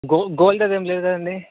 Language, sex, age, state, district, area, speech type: Telugu, male, 30-45, Andhra Pradesh, Vizianagaram, urban, conversation